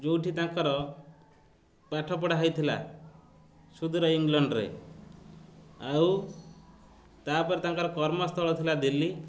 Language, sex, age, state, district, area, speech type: Odia, male, 30-45, Odisha, Jagatsinghpur, urban, spontaneous